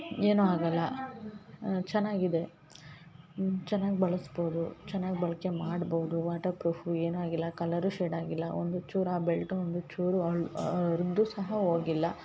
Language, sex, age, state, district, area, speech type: Kannada, female, 18-30, Karnataka, Hassan, urban, spontaneous